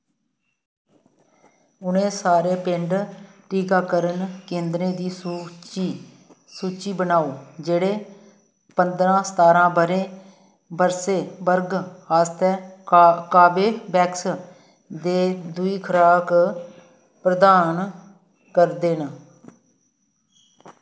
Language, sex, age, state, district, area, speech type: Dogri, female, 60+, Jammu and Kashmir, Reasi, rural, read